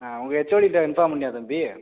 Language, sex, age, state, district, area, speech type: Tamil, male, 18-30, Tamil Nadu, Sivaganga, rural, conversation